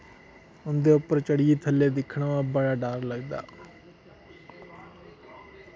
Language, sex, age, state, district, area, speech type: Dogri, male, 18-30, Jammu and Kashmir, Kathua, rural, spontaneous